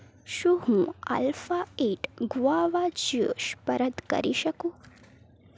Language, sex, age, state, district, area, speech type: Gujarati, female, 18-30, Gujarat, Valsad, rural, read